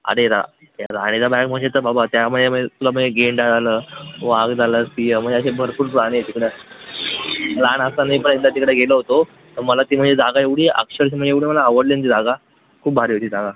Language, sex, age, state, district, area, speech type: Marathi, male, 18-30, Maharashtra, Thane, urban, conversation